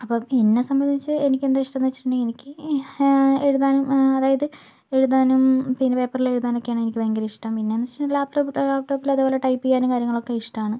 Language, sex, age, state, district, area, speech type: Malayalam, female, 18-30, Kerala, Kozhikode, urban, spontaneous